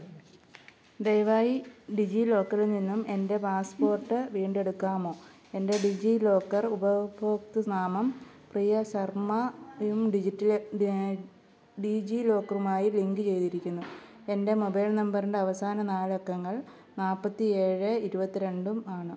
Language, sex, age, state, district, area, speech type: Malayalam, female, 30-45, Kerala, Alappuzha, rural, read